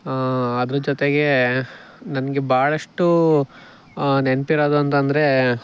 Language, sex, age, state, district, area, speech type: Kannada, male, 18-30, Karnataka, Chikkaballapur, rural, spontaneous